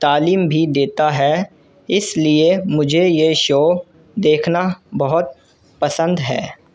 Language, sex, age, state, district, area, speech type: Urdu, male, 18-30, Delhi, North East Delhi, urban, spontaneous